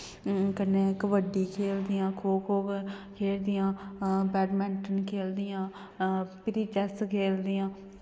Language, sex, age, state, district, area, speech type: Dogri, female, 18-30, Jammu and Kashmir, Kathua, rural, spontaneous